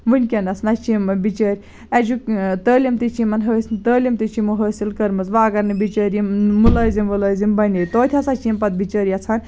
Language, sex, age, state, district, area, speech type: Kashmiri, female, 18-30, Jammu and Kashmir, Baramulla, rural, spontaneous